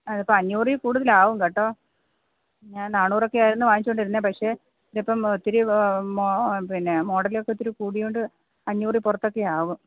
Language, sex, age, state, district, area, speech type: Malayalam, female, 30-45, Kerala, Kollam, rural, conversation